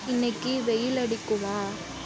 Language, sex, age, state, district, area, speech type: Tamil, female, 45-60, Tamil Nadu, Mayiladuthurai, rural, read